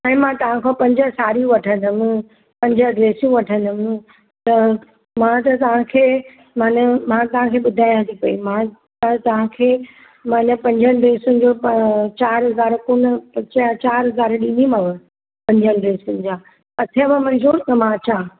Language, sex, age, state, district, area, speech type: Sindhi, female, 45-60, Maharashtra, Mumbai Suburban, urban, conversation